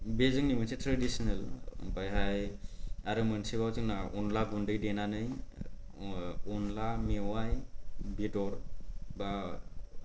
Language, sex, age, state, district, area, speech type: Bodo, male, 18-30, Assam, Kokrajhar, urban, spontaneous